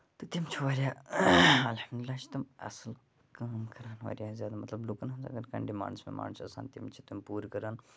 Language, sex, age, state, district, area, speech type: Kashmiri, male, 18-30, Jammu and Kashmir, Bandipora, rural, spontaneous